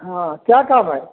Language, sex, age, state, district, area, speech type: Hindi, male, 60+, Uttar Pradesh, Azamgarh, rural, conversation